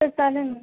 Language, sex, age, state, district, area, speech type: Marathi, female, 18-30, Maharashtra, Aurangabad, rural, conversation